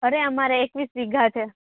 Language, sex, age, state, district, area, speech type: Gujarati, female, 18-30, Gujarat, Rajkot, urban, conversation